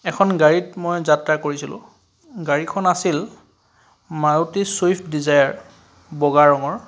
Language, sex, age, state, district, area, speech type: Assamese, male, 30-45, Assam, Charaideo, urban, spontaneous